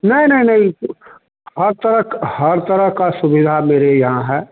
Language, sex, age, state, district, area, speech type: Hindi, male, 60+, Bihar, Madhepura, rural, conversation